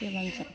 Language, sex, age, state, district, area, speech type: Nepali, female, 45-60, West Bengal, Alipurduar, rural, spontaneous